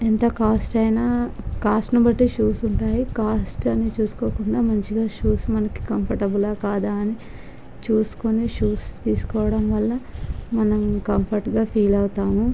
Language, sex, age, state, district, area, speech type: Telugu, female, 18-30, Andhra Pradesh, Visakhapatnam, rural, spontaneous